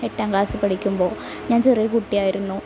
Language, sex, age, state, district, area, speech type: Malayalam, female, 30-45, Kerala, Malappuram, rural, spontaneous